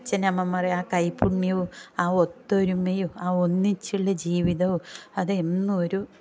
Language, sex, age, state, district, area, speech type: Malayalam, female, 45-60, Kerala, Kasaragod, rural, spontaneous